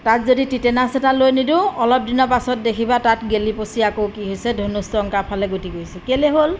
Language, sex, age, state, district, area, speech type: Assamese, female, 45-60, Assam, Majuli, rural, spontaneous